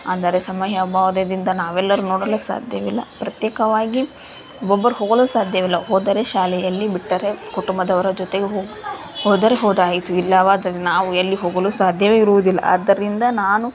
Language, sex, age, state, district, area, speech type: Kannada, female, 18-30, Karnataka, Gadag, rural, spontaneous